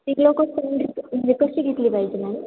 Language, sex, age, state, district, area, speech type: Marathi, female, 18-30, Maharashtra, Ahmednagar, urban, conversation